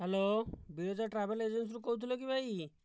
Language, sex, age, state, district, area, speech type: Odia, male, 60+, Odisha, Jajpur, rural, spontaneous